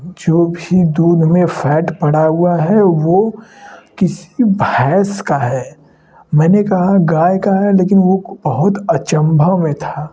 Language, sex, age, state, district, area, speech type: Hindi, male, 18-30, Uttar Pradesh, Varanasi, rural, spontaneous